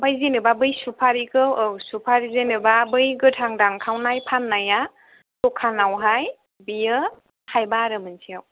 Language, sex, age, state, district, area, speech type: Bodo, female, 18-30, Assam, Chirang, urban, conversation